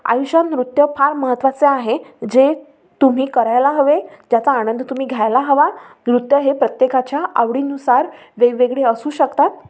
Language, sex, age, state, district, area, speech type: Marathi, female, 18-30, Maharashtra, Amravati, urban, spontaneous